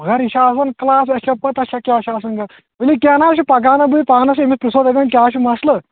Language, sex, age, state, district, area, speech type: Kashmiri, male, 18-30, Jammu and Kashmir, Shopian, rural, conversation